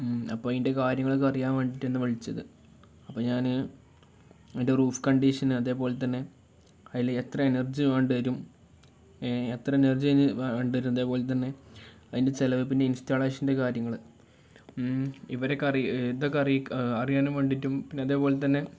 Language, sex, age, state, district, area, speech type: Malayalam, male, 18-30, Kerala, Kozhikode, rural, spontaneous